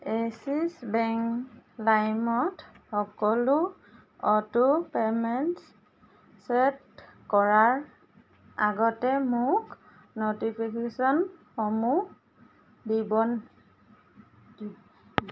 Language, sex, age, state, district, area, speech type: Assamese, female, 30-45, Assam, Golaghat, urban, read